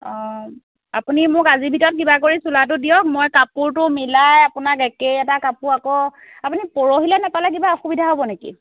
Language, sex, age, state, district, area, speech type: Assamese, female, 30-45, Assam, Majuli, urban, conversation